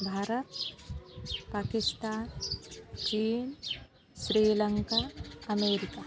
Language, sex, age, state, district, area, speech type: Marathi, female, 45-60, Maharashtra, Washim, rural, spontaneous